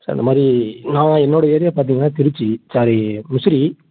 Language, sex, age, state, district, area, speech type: Tamil, male, 18-30, Tamil Nadu, Tiruchirappalli, rural, conversation